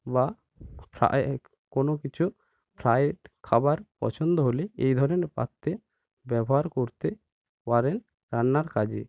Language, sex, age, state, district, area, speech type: Bengali, male, 18-30, West Bengal, Purba Medinipur, rural, spontaneous